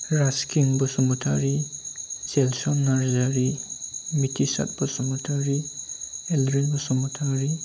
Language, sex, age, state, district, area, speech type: Bodo, male, 30-45, Assam, Chirang, rural, spontaneous